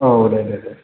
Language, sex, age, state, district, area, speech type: Bodo, male, 18-30, Assam, Chirang, rural, conversation